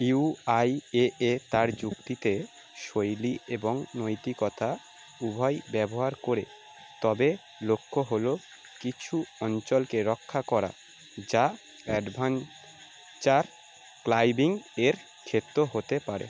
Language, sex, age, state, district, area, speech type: Bengali, male, 18-30, West Bengal, North 24 Parganas, urban, read